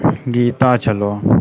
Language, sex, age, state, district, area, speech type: Maithili, male, 18-30, Bihar, Purnia, rural, spontaneous